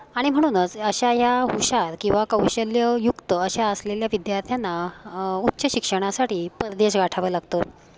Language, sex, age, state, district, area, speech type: Marathi, female, 45-60, Maharashtra, Palghar, urban, spontaneous